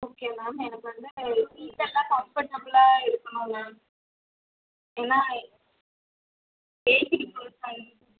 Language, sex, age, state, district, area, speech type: Tamil, female, 30-45, Tamil Nadu, Chennai, urban, conversation